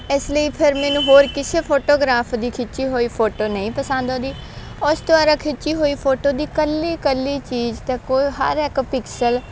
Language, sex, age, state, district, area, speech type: Punjabi, female, 18-30, Punjab, Faridkot, rural, spontaneous